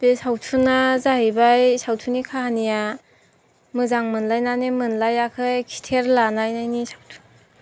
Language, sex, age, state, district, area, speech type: Bodo, female, 18-30, Assam, Chirang, rural, spontaneous